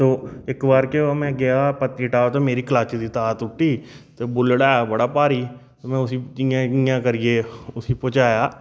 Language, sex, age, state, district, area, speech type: Dogri, male, 30-45, Jammu and Kashmir, Reasi, urban, spontaneous